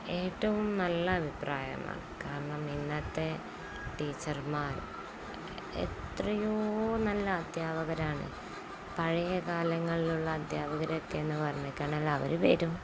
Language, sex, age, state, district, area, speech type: Malayalam, female, 30-45, Kerala, Kozhikode, rural, spontaneous